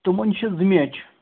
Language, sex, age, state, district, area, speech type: Kashmiri, male, 18-30, Jammu and Kashmir, Ganderbal, rural, conversation